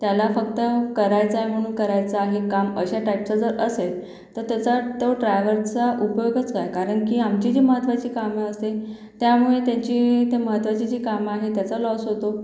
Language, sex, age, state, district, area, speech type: Marathi, female, 45-60, Maharashtra, Yavatmal, urban, spontaneous